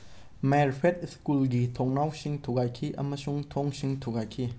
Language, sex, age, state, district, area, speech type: Manipuri, male, 18-30, Manipur, Imphal West, rural, read